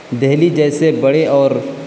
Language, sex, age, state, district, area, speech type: Urdu, male, 18-30, Uttar Pradesh, Balrampur, rural, spontaneous